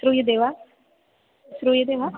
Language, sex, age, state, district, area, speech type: Sanskrit, female, 18-30, Kerala, Thrissur, urban, conversation